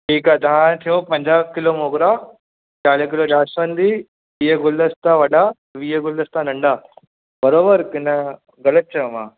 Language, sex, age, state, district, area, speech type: Sindhi, male, 18-30, Maharashtra, Thane, urban, conversation